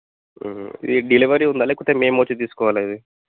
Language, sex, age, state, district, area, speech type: Telugu, male, 18-30, Telangana, Nalgonda, urban, conversation